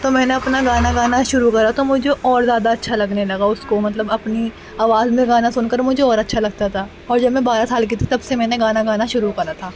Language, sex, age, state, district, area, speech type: Urdu, female, 18-30, Delhi, North East Delhi, urban, spontaneous